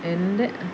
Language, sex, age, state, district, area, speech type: Malayalam, female, 30-45, Kerala, Kasaragod, rural, spontaneous